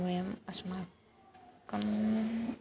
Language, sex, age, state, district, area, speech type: Sanskrit, female, 18-30, Maharashtra, Nagpur, urban, spontaneous